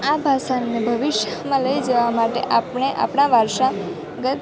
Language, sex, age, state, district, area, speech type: Gujarati, female, 18-30, Gujarat, Valsad, rural, spontaneous